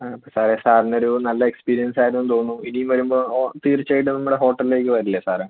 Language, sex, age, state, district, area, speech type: Malayalam, male, 18-30, Kerala, Idukki, urban, conversation